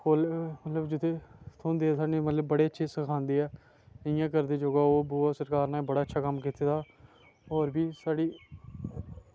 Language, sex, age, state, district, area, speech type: Dogri, male, 18-30, Jammu and Kashmir, Samba, rural, spontaneous